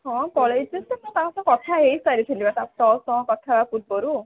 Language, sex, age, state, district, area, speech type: Odia, female, 18-30, Odisha, Jajpur, rural, conversation